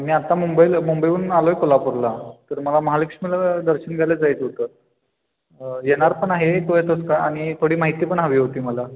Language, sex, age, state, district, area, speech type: Marathi, male, 18-30, Maharashtra, Kolhapur, urban, conversation